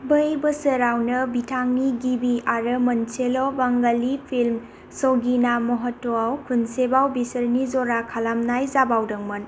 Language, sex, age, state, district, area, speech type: Bodo, female, 18-30, Assam, Kokrajhar, rural, read